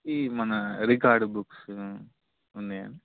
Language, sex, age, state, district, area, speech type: Telugu, male, 18-30, Telangana, Peddapalli, rural, conversation